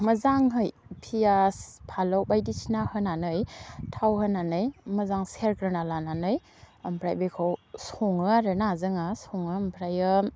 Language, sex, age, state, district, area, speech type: Bodo, female, 18-30, Assam, Udalguri, urban, spontaneous